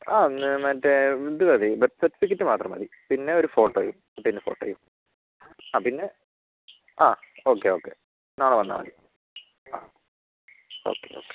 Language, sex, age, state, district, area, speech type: Malayalam, male, 30-45, Kerala, Wayanad, rural, conversation